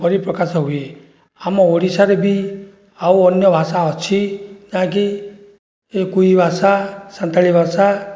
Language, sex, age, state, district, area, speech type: Odia, male, 60+, Odisha, Jajpur, rural, spontaneous